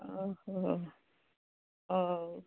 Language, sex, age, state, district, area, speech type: Odia, female, 45-60, Odisha, Angul, rural, conversation